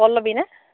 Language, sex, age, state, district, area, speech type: Assamese, female, 30-45, Assam, Sivasagar, rural, conversation